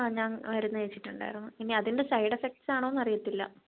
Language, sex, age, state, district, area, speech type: Malayalam, female, 18-30, Kerala, Thiruvananthapuram, rural, conversation